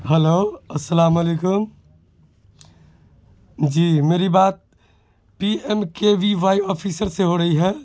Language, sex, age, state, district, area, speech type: Urdu, male, 18-30, Bihar, Madhubani, rural, spontaneous